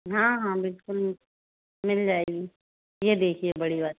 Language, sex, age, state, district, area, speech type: Hindi, female, 45-60, Madhya Pradesh, Balaghat, rural, conversation